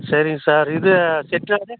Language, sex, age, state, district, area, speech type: Tamil, male, 60+, Tamil Nadu, Krishnagiri, rural, conversation